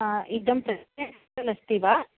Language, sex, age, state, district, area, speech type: Sanskrit, female, 45-60, Karnataka, Shimoga, urban, conversation